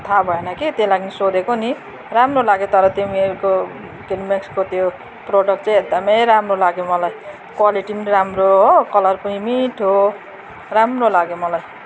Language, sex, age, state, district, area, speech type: Nepali, female, 45-60, West Bengal, Darjeeling, rural, spontaneous